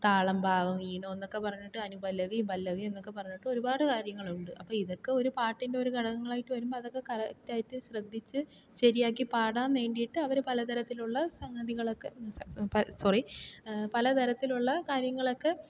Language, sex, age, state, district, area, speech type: Malayalam, female, 18-30, Kerala, Thiruvananthapuram, urban, spontaneous